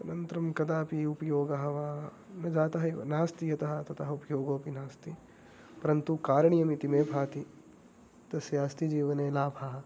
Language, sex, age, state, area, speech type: Sanskrit, male, 18-30, Haryana, rural, spontaneous